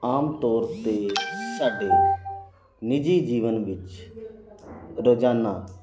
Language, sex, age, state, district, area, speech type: Punjabi, male, 18-30, Punjab, Muktsar, rural, spontaneous